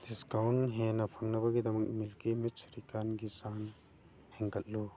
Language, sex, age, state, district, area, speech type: Manipuri, male, 45-60, Manipur, Churachandpur, urban, read